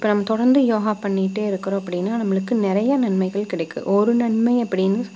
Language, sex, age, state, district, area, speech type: Tamil, female, 30-45, Tamil Nadu, Tiruppur, rural, spontaneous